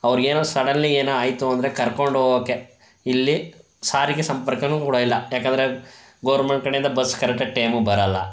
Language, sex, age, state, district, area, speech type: Kannada, male, 18-30, Karnataka, Chamarajanagar, rural, spontaneous